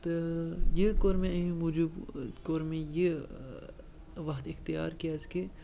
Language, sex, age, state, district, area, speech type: Kashmiri, male, 18-30, Jammu and Kashmir, Srinagar, rural, spontaneous